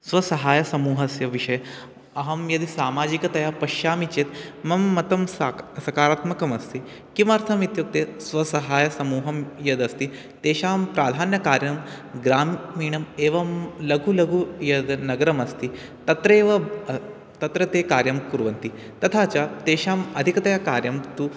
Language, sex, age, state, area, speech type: Sanskrit, male, 18-30, Chhattisgarh, urban, spontaneous